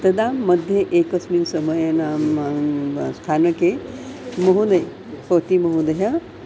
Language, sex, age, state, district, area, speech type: Sanskrit, female, 60+, Maharashtra, Nagpur, urban, spontaneous